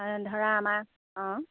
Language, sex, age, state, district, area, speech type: Assamese, female, 30-45, Assam, Sivasagar, rural, conversation